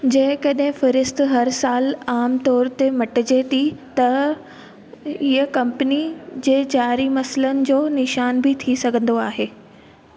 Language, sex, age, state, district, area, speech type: Sindhi, female, 18-30, Gujarat, Surat, urban, read